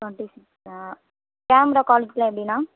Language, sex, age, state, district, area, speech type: Tamil, female, 18-30, Tamil Nadu, Kallakurichi, rural, conversation